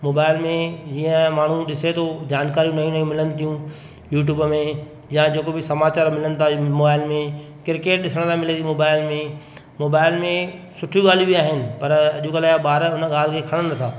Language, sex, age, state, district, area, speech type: Sindhi, male, 30-45, Madhya Pradesh, Katni, urban, spontaneous